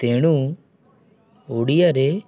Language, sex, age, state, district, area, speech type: Odia, male, 18-30, Odisha, Kendujhar, urban, spontaneous